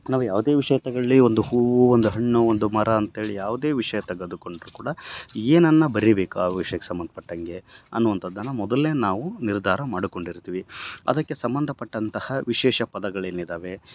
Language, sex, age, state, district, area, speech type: Kannada, male, 30-45, Karnataka, Bellary, rural, spontaneous